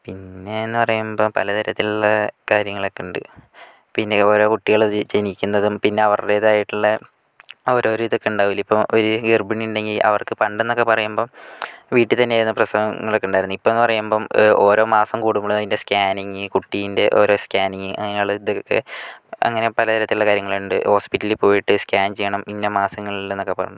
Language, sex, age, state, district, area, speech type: Malayalam, male, 45-60, Kerala, Kozhikode, urban, spontaneous